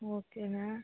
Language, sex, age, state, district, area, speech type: Tamil, female, 45-60, Tamil Nadu, Thoothukudi, urban, conversation